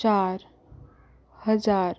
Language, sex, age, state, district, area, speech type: Goan Konkani, female, 18-30, Goa, Canacona, rural, spontaneous